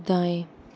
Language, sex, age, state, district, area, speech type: Hindi, female, 18-30, Rajasthan, Jaipur, urban, read